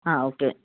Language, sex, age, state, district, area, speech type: Malayalam, female, 45-60, Kerala, Alappuzha, rural, conversation